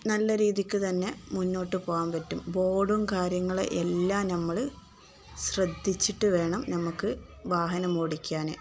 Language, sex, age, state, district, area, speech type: Malayalam, female, 45-60, Kerala, Palakkad, rural, spontaneous